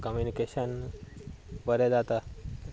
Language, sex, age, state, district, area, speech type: Goan Konkani, male, 18-30, Goa, Sanguem, rural, spontaneous